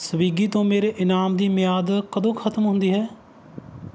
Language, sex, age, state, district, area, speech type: Punjabi, male, 30-45, Punjab, Barnala, rural, read